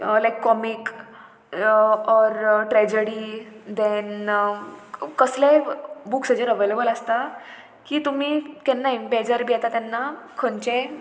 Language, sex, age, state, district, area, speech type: Goan Konkani, female, 18-30, Goa, Murmgao, urban, spontaneous